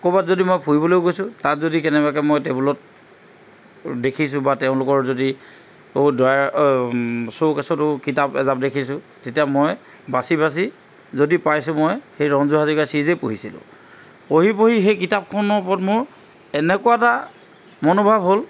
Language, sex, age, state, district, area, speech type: Assamese, male, 60+, Assam, Charaideo, urban, spontaneous